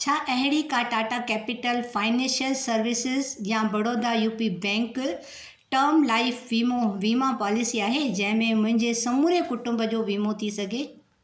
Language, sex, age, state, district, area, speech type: Sindhi, female, 60+, Maharashtra, Thane, urban, read